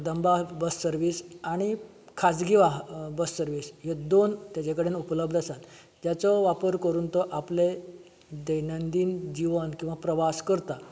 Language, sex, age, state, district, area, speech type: Goan Konkani, male, 45-60, Goa, Canacona, rural, spontaneous